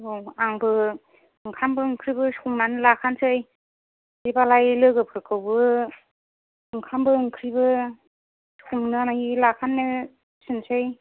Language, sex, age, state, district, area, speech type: Bodo, female, 45-60, Assam, Kokrajhar, rural, conversation